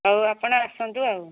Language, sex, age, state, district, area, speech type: Odia, female, 45-60, Odisha, Angul, rural, conversation